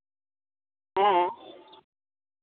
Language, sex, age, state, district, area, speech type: Santali, female, 30-45, West Bengal, Uttar Dinajpur, rural, conversation